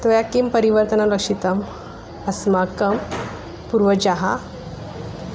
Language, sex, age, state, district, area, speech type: Sanskrit, female, 45-60, Maharashtra, Nagpur, urban, spontaneous